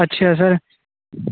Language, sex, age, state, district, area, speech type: Punjabi, male, 18-30, Punjab, Kapurthala, urban, conversation